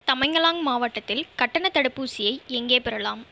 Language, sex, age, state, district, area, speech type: Tamil, female, 18-30, Tamil Nadu, Viluppuram, rural, read